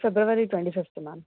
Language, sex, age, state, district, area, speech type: Telugu, female, 18-30, Telangana, Medchal, urban, conversation